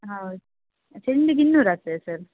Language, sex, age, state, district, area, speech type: Kannada, female, 30-45, Karnataka, Udupi, rural, conversation